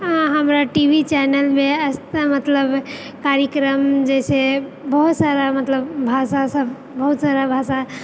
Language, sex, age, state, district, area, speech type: Maithili, female, 30-45, Bihar, Purnia, rural, spontaneous